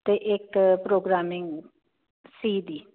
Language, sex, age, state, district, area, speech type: Punjabi, female, 45-60, Punjab, Jalandhar, urban, conversation